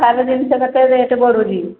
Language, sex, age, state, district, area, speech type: Odia, female, 45-60, Odisha, Angul, rural, conversation